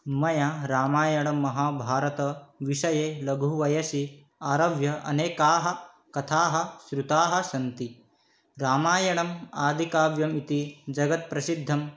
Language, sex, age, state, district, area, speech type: Sanskrit, male, 18-30, Manipur, Kangpokpi, rural, spontaneous